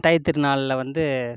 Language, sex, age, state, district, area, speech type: Tamil, male, 30-45, Tamil Nadu, Namakkal, rural, spontaneous